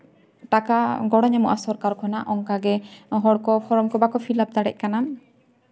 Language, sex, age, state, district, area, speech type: Santali, female, 18-30, West Bengal, Jhargram, rural, spontaneous